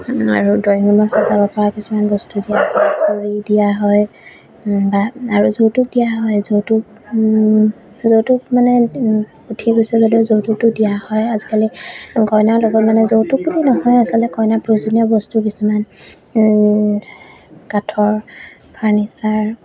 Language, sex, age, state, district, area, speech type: Assamese, female, 45-60, Assam, Charaideo, urban, spontaneous